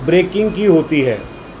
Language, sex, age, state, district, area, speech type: Urdu, male, 45-60, Uttar Pradesh, Gautam Buddha Nagar, urban, spontaneous